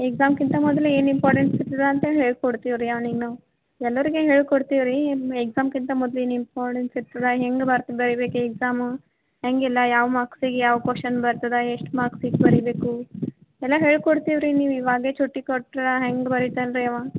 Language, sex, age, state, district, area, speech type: Kannada, female, 18-30, Karnataka, Gulbarga, urban, conversation